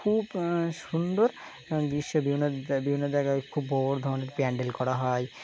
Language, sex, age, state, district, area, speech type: Bengali, male, 18-30, West Bengal, Birbhum, urban, spontaneous